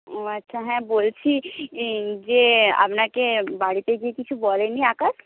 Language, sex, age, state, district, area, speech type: Bengali, female, 45-60, West Bengal, Jhargram, rural, conversation